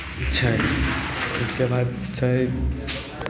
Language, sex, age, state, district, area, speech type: Maithili, male, 18-30, Bihar, Samastipur, rural, spontaneous